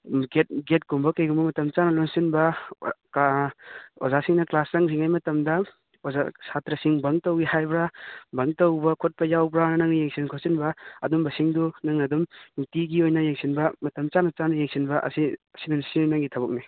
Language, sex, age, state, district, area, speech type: Manipuri, male, 18-30, Manipur, Churachandpur, rural, conversation